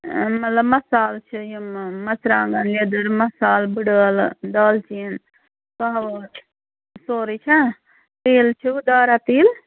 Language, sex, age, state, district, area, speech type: Kashmiri, female, 30-45, Jammu and Kashmir, Srinagar, urban, conversation